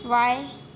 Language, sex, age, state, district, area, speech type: Hindi, female, 18-30, Madhya Pradesh, Chhindwara, urban, read